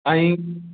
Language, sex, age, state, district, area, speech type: Sindhi, male, 18-30, Gujarat, Kutch, urban, conversation